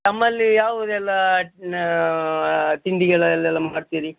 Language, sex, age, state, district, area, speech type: Kannada, male, 45-60, Karnataka, Udupi, rural, conversation